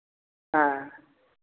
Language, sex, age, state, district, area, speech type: Hindi, male, 60+, Uttar Pradesh, Lucknow, rural, conversation